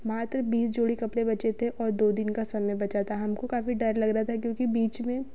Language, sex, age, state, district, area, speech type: Hindi, female, 30-45, Madhya Pradesh, Betul, urban, spontaneous